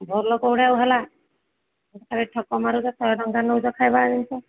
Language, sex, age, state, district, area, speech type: Odia, female, 30-45, Odisha, Sambalpur, rural, conversation